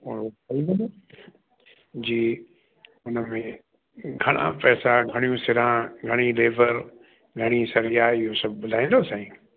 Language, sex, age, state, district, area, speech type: Sindhi, male, 60+, Uttar Pradesh, Lucknow, urban, conversation